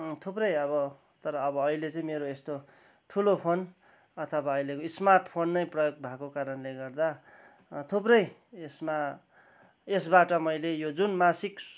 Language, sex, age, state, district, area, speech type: Nepali, male, 30-45, West Bengal, Kalimpong, rural, spontaneous